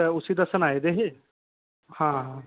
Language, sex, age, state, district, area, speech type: Dogri, male, 18-30, Jammu and Kashmir, Reasi, urban, conversation